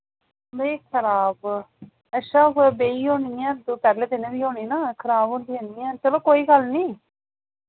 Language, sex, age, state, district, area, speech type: Dogri, female, 30-45, Jammu and Kashmir, Reasi, rural, conversation